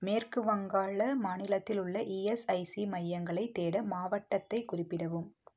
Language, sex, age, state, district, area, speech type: Tamil, female, 30-45, Tamil Nadu, Tiruppur, rural, read